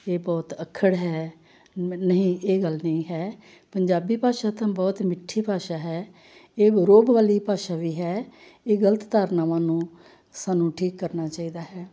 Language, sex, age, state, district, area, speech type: Punjabi, female, 60+, Punjab, Amritsar, urban, spontaneous